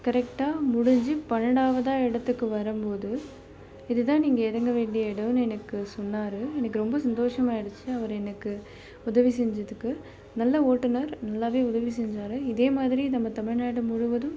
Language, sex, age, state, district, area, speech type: Tamil, female, 18-30, Tamil Nadu, Chennai, urban, spontaneous